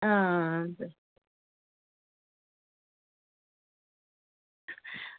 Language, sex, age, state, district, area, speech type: Dogri, female, 30-45, Jammu and Kashmir, Udhampur, rural, conversation